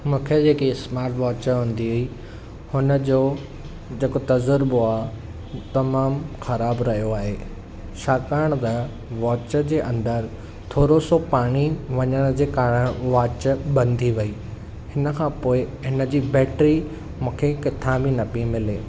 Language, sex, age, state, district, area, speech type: Sindhi, male, 18-30, Maharashtra, Thane, urban, spontaneous